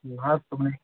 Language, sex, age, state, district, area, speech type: Kashmiri, male, 18-30, Jammu and Kashmir, Pulwama, urban, conversation